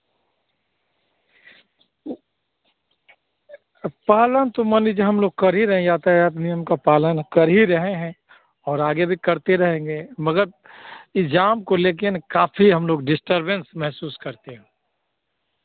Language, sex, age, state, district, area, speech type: Hindi, male, 45-60, Bihar, Begusarai, rural, conversation